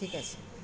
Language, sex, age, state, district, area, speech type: Bengali, female, 45-60, West Bengal, Murshidabad, rural, spontaneous